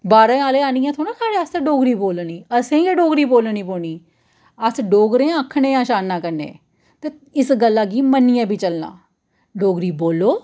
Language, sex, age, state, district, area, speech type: Dogri, female, 30-45, Jammu and Kashmir, Jammu, urban, spontaneous